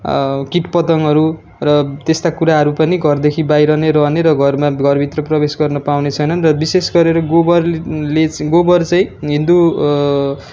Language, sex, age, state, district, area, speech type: Nepali, male, 18-30, West Bengal, Darjeeling, rural, spontaneous